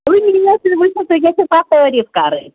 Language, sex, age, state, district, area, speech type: Kashmiri, female, 30-45, Jammu and Kashmir, Ganderbal, rural, conversation